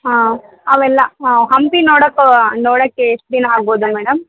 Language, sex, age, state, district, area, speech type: Kannada, female, 18-30, Karnataka, Vijayanagara, rural, conversation